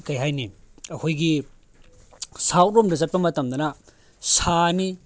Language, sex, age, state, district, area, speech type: Manipuri, male, 18-30, Manipur, Tengnoupal, rural, spontaneous